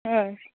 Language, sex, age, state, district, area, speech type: Goan Konkani, female, 18-30, Goa, Tiswadi, rural, conversation